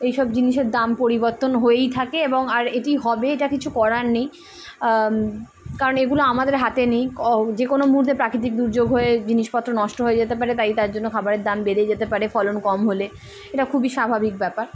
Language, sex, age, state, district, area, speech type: Bengali, female, 18-30, West Bengal, Kolkata, urban, spontaneous